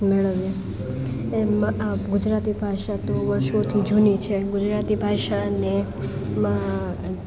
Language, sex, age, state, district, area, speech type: Gujarati, female, 18-30, Gujarat, Amreli, rural, spontaneous